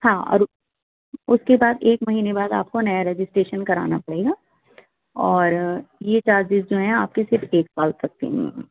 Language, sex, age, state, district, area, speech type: Urdu, female, 30-45, Delhi, Central Delhi, urban, conversation